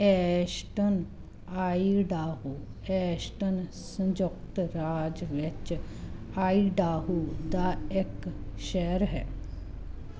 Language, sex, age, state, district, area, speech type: Punjabi, female, 30-45, Punjab, Muktsar, urban, read